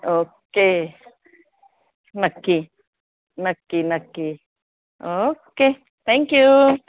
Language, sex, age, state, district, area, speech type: Marathi, female, 45-60, Maharashtra, Pune, urban, conversation